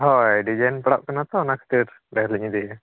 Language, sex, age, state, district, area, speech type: Santali, male, 45-60, Odisha, Mayurbhanj, rural, conversation